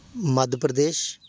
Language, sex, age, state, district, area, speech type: Punjabi, male, 45-60, Punjab, Patiala, urban, spontaneous